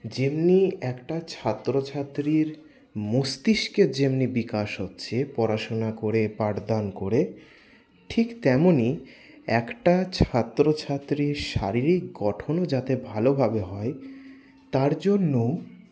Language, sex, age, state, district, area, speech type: Bengali, male, 60+, West Bengal, Paschim Bardhaman, urban, spontaneous